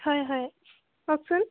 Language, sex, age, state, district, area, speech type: Assamese, female, 30-45, Assam, Tinsukia, rural, conversation